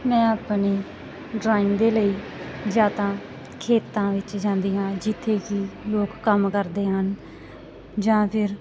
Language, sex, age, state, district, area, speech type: Punjabi, female, 18-30, Punjab, Sangrur, rural, spontaneous